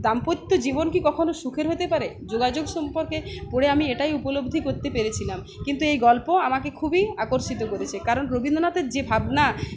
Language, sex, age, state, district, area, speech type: Bengali, female, 30-45, West Bengal, Uttar Dinajpur, rural, spontaneous